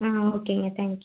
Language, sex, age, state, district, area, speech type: Tamil, female, 18-30, Tamil Nadu, Erode, rural, conversation